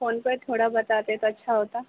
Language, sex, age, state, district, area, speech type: Urdu, female, 18-30, Uttar Pradesh, Gautam Buddha Nagar, urban, conversation